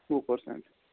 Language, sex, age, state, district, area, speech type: Kashmiri, male, 45-60, Jammu and Kashmir, Budgam, rural, conversation